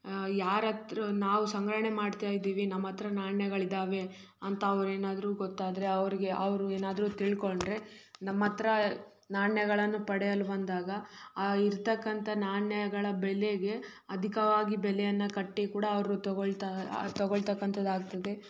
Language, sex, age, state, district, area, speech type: Kannada, female, 18-30, Karnataka, Chitradurga, rural, spontaneous